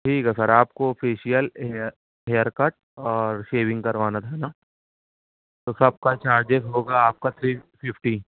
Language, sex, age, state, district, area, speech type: Urdu, male, 18-30, Maharashtra, Nashik, urban, conversation